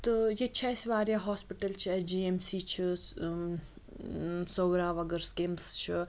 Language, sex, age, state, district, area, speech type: Kashmiri, female, 30-45, Jammu and Kashmir, Srinagar, urban, spontaneous